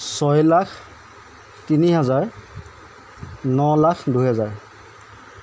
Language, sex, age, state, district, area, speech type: Assamese, male, 30-45, Assam, Jorhat, urban, spontaneous